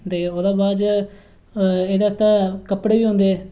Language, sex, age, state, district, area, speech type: Dogri, male, 18-30, Jammu and Kashmir, Reasi, rural, spontaneous